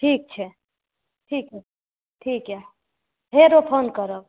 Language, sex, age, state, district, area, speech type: Maithili, female, 18-30, Bihar, Saharsa, urban, conversation